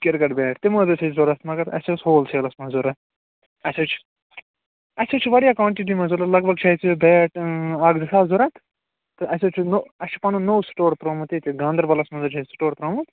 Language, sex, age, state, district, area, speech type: Kashmiri, male, 30-45, Jammu and Kashmir, Ganderbal, urban, conversation